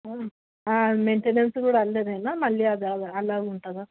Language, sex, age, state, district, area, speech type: Telugu, female, 60+, Telangana, Hyderabad, urban, conversation